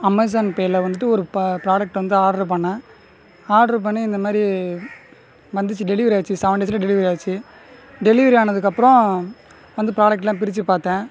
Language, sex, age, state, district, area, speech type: Tamil, male, 18-30, Tamil Nadu, Cuddalore, rural, spontaneous